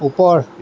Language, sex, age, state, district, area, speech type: Assamese, male, 45-60, Assam, Lakhimpur, rural, read